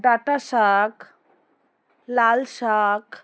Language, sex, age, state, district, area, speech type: Bengali, female, 30-45, West Bengal, Alipurduar, rural, spontaneous